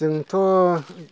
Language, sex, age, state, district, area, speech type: Bodo, male, 45-60, Assam, Chirang, rural, spontaneous